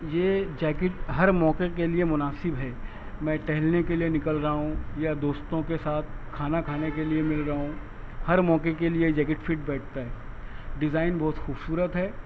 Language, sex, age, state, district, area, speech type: Urdu, male, 45-60, Maharashtra, Nashik, urban, spontaneous